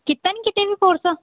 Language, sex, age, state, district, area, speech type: Punjabi, female, 18-30, Punjab, Mansa, rural, conversation